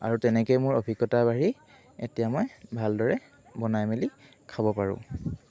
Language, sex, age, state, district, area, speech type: Assamese, male, 18-30, Assam, Jorhat, urban, spontaneous